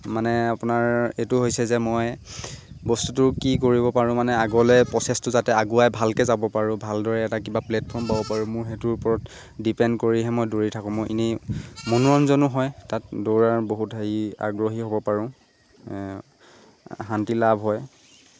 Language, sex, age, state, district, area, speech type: Assamese, male, 18-30, Assam, Lakhimpur, urban, spontaneous